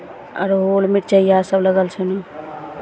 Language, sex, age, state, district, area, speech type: Maithili, female, 60+, Bihar, Begusarai, urban, spontaneous